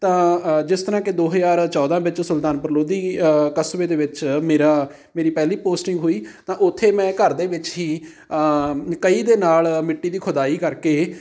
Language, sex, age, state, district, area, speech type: Punjabi, male, 30-45, Punjab, Amritsar, rural, spontaneous